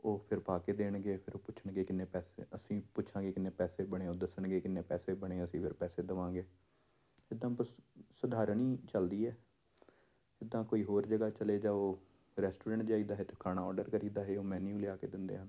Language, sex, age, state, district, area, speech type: Punjabi, male, 30-45, Punjab, Amritsar, urban, spontaneous